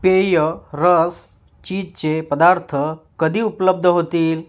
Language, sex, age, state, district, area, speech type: Marathi, male, 30-45, Maharashtra, Yavatmal, rural, read